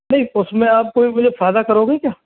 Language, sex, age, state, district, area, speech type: Hindi, male, 60+, Rajasthan, Karauli, rural, conversation